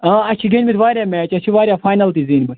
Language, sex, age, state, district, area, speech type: Kashmiri, male, 30-45, Jammu and Kashmir, Ganderbal, rural, conversation